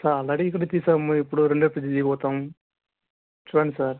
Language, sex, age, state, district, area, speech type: Telugu, male, 18-30, Andhra Pradesh, Sri Balaji, rural, conversation